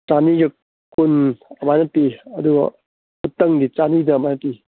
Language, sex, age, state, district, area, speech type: Manipuri, male, 45-60, Manipur, Kangpokpi, urban, conversation